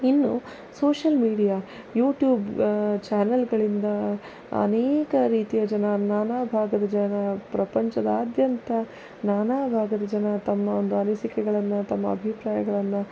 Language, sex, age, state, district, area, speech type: Kannada, female, 30-45, Karnataka, Kolar, urban, spontaneous